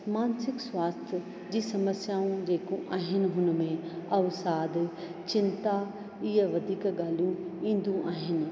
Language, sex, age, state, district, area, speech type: Sindhi, female, 45-60, Rajasthan, Ajmer, urban, spontaneous